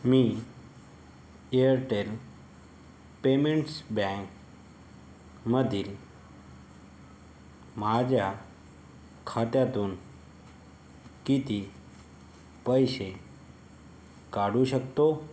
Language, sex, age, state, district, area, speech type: Marathi, male, 18-30, Maharashtra, Yavatmal, rural, read